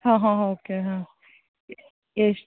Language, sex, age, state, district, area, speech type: Kannada, female, 60+, Karnataka, Bangalore Urban, urban, conversation